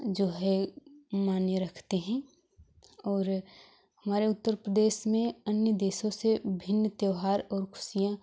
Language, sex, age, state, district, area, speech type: Hindi, female, 18-30, Uttar Pradesh, Jaunpur, urban, spontaneous